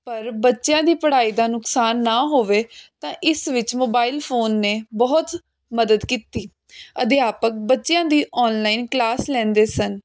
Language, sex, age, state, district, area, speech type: Punjabi, female, 18-30, Punjab, Jalandhar, urban, spontaneous